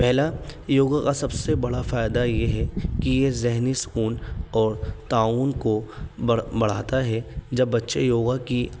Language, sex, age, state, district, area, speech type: Urdu, male, 18-30, Delhi, North East Delhi, urban, spontaneous